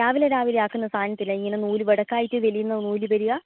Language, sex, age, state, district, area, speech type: Malayalam, female, 18-30, Kerala, Kannur, rural, conversation